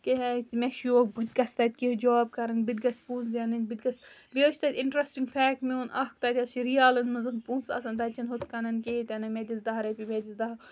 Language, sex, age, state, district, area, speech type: Kashmiri, female, 30-45, Jammu and Kashmir, Baramulla, urban, spontaneous